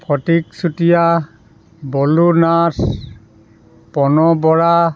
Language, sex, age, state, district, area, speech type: Assamese, male, 45-60, Assam, Dhemaji, rural, spontaneous